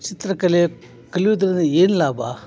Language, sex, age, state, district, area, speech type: Kannada, male, 60+, Karnataka, Dharwad, urban, spontaneous